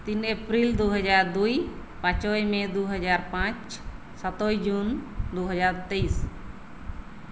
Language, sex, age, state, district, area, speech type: Santali, female, 30-45, West Bengal, Birbhum, rural, spontaneous